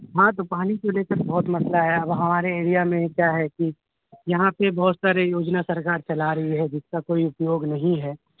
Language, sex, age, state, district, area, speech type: Urdu, male, 18-30, Bihar, Khagaria, rural, conversation